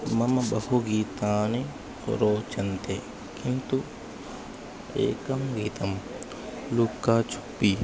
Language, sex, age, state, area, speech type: Sanskrit, male, 18-30, Uttar Pradesh, urban, spontaneous